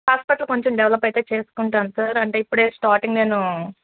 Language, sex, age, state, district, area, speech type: Telugu, female, 30-45, Telangana, Medchal, urban, conversation